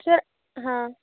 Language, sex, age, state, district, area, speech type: Hindi, female, 18-30, Madhya Pradesh, Bhopal, urban, conversation